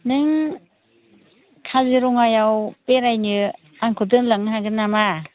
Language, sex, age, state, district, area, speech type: Bodo, female, 60+, Assam, Chirang, rural, conversation